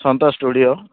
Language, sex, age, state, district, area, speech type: Odia, male, 30-45, Odisha, Rayagada, rural, conversation